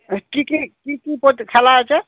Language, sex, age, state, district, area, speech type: Bengali, male, 60+, West Bengal, Purba Bardhaman, urban, conversation